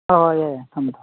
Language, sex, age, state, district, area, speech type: Manipuri, male, 45-60, Manipur, Churachandpur, rural, conversation